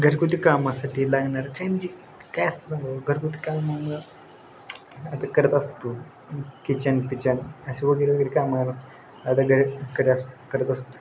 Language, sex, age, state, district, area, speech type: Marathi, male, 18-30, Maharashtra, Satara, urban, spontaneous